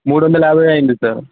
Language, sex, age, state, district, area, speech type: Telugu, male, 18-30, Telangana, Mancherial, rural, conversation